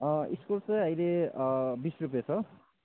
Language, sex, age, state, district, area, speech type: Nepali, male, 18-30, West Bengal, Kalimpong, rural, conversation